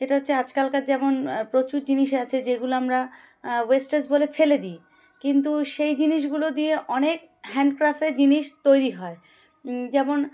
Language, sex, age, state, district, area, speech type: Bengali, female, 30-45, West Bengal, Darjeeling, urban, spontaneous